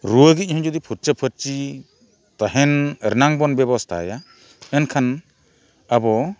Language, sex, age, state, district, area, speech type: Santali, male, 45-60, Odisha, Mayurbhanj, rural, spontaneous